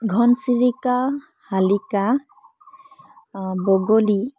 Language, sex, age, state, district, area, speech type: Assamese, female, 18-30, Assam, Charaideo, urban, spontaneous